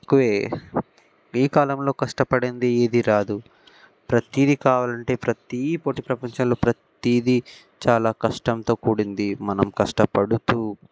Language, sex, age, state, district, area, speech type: Telugu, male, 18-30, Telangana, Ranga Reddy, urban, spontaneous